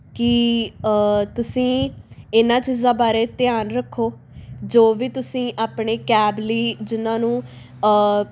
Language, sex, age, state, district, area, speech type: Punjabi, female, 18-30, Punjab, Tarn Taran, urban, spontaneous